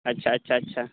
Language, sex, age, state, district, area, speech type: Santali, male, 18-30, Jharkhand, Seraikela Kharsawan, rural, conversation